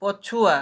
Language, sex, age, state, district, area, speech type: Odia, male, 18-30, Odisha, Balasore, rural, read